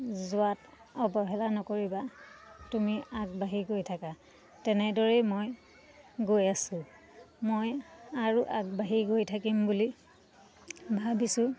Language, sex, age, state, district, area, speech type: Assamese, female, 30-45, Assam, Lakhimpur, rural, spontaneous